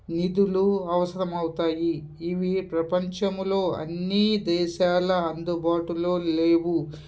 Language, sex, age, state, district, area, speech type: Telugu, male, 30-45, Andhra Pradesh, Kadapa, rural, spontaneous